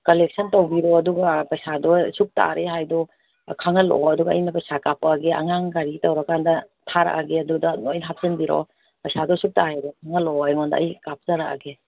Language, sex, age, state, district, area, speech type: Manipuri, female, 60+, Manipur, Kangpokpi, urban, conversation